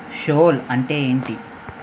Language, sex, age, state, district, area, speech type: Telugu, male, 45-60, Andhra Pradesh, East Godavari, urban, read